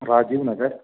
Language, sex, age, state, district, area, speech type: Kannada, male, 30-45, Karnataka, Mandya, rural, conversation